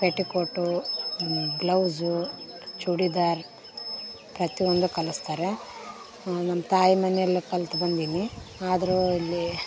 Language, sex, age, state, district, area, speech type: Kannada, female, 18-30, Karnataka, Vijayanagara, rural, spontaneous